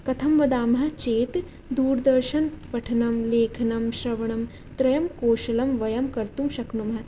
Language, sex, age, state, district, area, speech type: Sanskrit, female, 18-30, Rajasthan, Jaipur, urban, spontaneous